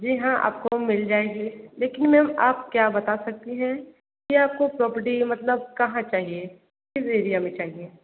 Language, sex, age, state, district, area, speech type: Hindi, female, 45-60, Uttar Pradesh, Sonbhadra, rural, conversation